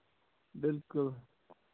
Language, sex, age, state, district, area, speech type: Kashmiri, male, 18-30, Jammu and Kashmir, Budgam, rural, conversation